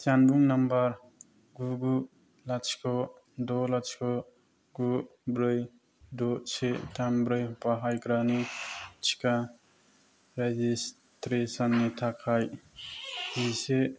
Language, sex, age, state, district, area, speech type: Bodo, male, 18-30, Assam, Kokrajhar, rural, read